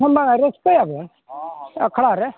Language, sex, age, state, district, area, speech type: Santali, male, 60+, Odisha, Mayurbhanj, rural, conversation